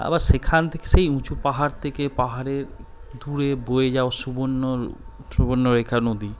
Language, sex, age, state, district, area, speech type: Bengali, male, 18-30, West Bengal, Malda, urban, spontaneous